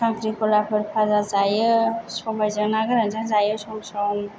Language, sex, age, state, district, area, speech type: Bodo, female, 30-45, Assam, Chirang, rural, spontaneous